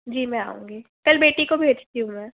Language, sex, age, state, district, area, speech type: Hindi, female, 30-45, Madhya Pradesh, Balaghat, rural, conversation